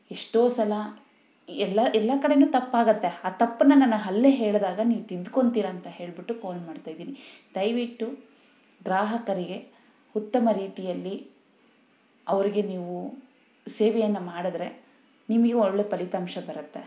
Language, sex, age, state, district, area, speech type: Kannada, female, 30-45, Karnataka, Bangalore Rural, rural, spontaneous